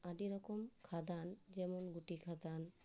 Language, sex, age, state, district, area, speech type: Santali, female, 30-45, West Bengal, Paschim Bardhaman, urban, spontaneous